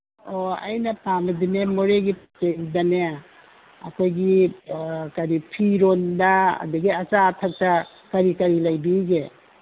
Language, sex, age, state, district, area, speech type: Manipuri, female, 60+, Manipur, Imphal East, rural, conversation